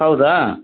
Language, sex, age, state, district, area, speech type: Kannada, male, 60+, Karnataka, Koppal, rural, conversation